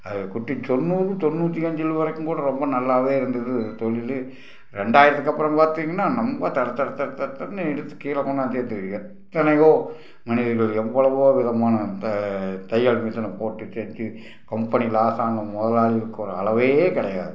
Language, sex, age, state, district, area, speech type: Tamil, male, 60+, Tamil Nadu, Tiruppur, rural, spontaneous